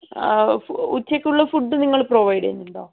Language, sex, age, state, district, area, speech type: Malayalam, female, 30-45, Kerala, Wayanad, rural, conversation